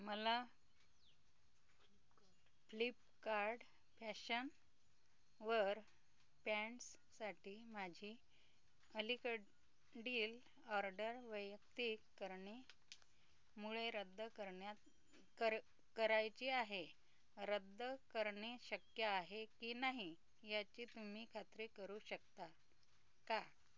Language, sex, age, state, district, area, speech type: Marathi, female, 45-60, Maharashtra, Nagpur, rural, read